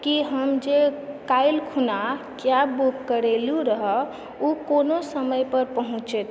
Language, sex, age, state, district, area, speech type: Maithili, female, 18-30, Bihar, Supaul, rural, spontaneous